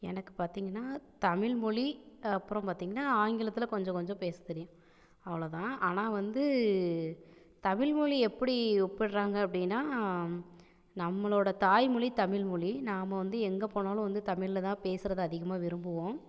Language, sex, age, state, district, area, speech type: Tamil, female, 30-45, Tamil Nadu, Namakkal, rural, spontaneous